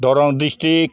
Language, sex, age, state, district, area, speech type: Bodo, male, 60+, Assam, Chirang, rural, spontaneous